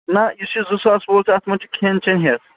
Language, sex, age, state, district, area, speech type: Kashmiri, male, 45-60, Jammu and Kashmir, Srinagar, urban, conversation